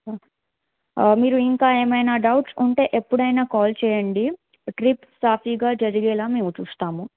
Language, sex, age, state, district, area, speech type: Telugu, female, 18-30, Telangana, Bhadradri Kothagudem, urban, conversation